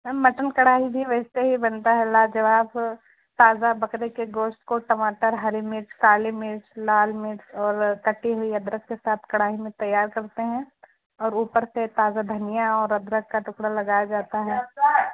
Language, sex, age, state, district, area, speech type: Urdu, female, 18-30, Uttar Pradesh, Balrampur, rural, conversation